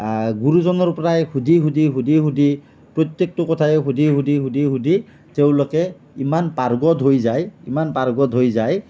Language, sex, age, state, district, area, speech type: Assamese, male, 45-60, Assam, Nalbari, rural, spontaneous